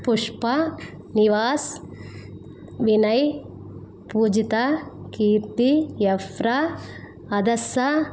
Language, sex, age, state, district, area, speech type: Telugu, female, 30-45, Andhra Pradesh, Nellore, rural, spontaneous